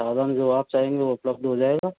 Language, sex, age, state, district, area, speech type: Hindi, male, 30-45, Rajasthan, Karauli, rural, conversation